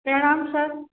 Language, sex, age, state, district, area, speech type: Hindi, female, 18-30, Uttar Pradesh, Bhadohi, rural, conversation